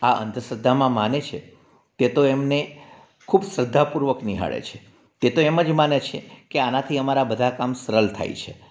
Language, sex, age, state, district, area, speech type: Gujarati, male, 45-60, Gujarat, Amreli, urban, spontaneous